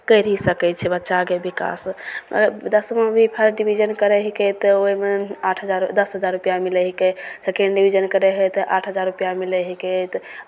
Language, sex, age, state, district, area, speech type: Maithili, female, 18-30, Bihar, Begusarai, rural, spontaneous